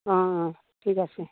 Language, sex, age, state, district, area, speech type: Assamese, female, 60+, Assam, Dibrugarh, rural, conversation